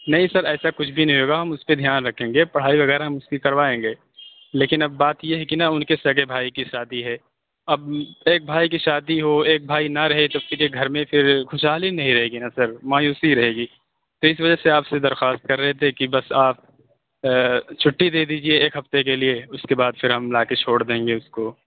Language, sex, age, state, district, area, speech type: Urdu, male, 18-30, Delhi, South Delhi, urban, conversation